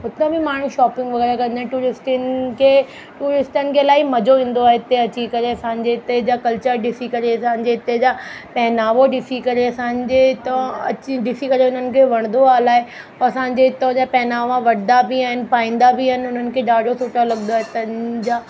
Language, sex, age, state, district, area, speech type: Sindhi, female, 30-45, Delhi, South Delhi, urban, spontaneous